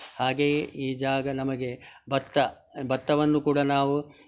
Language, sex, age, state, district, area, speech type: Kannada, male, 60+, Karnataka, Udupi, rural, spontaneous